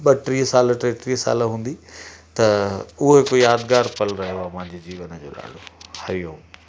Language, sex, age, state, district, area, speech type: Sindhi, male, 45-60, Madhya Pradesh, Katni, rural, spontaneous